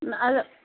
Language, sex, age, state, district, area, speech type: Kashmiri, female, 30-45, Jammu and Kashmir, Bandipora, rural, conversation